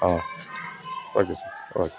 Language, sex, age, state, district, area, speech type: Tamil, male, 45-60, Tamil Nadu, Nagapattinam, rural, spontaneous